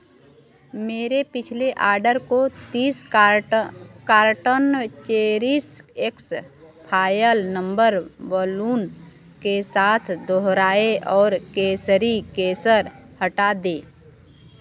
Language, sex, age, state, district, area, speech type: Hindi, female, 30-45, Uttar Pradesh, Varanasi, rural, read